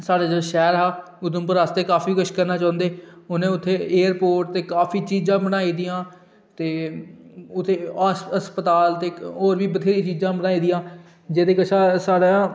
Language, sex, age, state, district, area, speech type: Dogri, male, 18-30, Jammu and Kashmir, Udhampur, urban, spontaneous